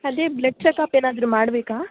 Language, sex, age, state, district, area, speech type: Kannada, female, 45-60, Karnataka, Davanagere, urban, conversation